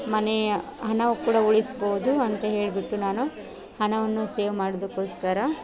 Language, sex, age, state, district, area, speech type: Kannada, female, 30-45, Karnataka, Dakshina Kannada, rural, spontaneous